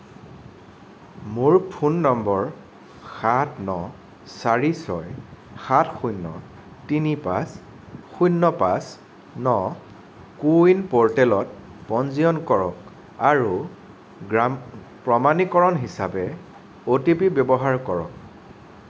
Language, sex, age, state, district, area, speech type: Assamese, male, 18-30, Assam, Nagaon, rural, read